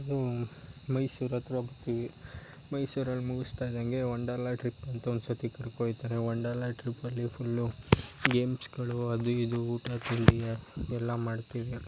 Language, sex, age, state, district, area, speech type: Kannada, male, 18-30, Karnataka, Mysore, rural, spontaneous